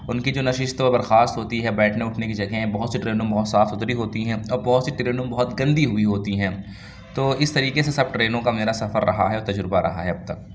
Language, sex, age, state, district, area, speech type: Urdu, male, 18-30, Uttar Pradesh, Lucknow, urban, spontaneous